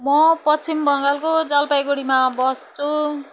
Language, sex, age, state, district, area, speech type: Nepali, female, 45-60, West Bengal, Jalpaiguri, urban, spontaneous